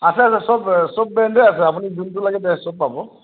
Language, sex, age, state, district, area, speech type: Assamese, male, 30-45, Assam, Nagaon, rural, conversation